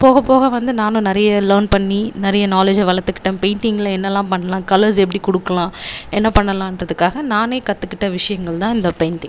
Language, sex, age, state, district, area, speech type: Tamil, female, 18-30, Tamil Nadu, Viluppuram, rural, spontaneous